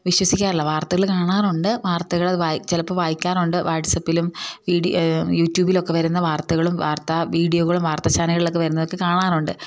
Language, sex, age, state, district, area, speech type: Malayalam, female, 30-45, Kerala, Idukki, rural, spontaneous